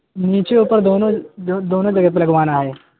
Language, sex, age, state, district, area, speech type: Urdu, male, 18-30, Uttar Pradesh, Balrampur, rural, conversation